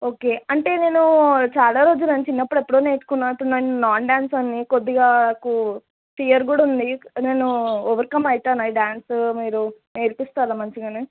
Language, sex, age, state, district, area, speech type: Telugu, female, 18-30, Telangana, Mahbubnagar, urban, conversation